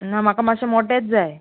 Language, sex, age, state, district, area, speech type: Goan Konkani, female, 18-30, Goa, Murmgao, urban, conversation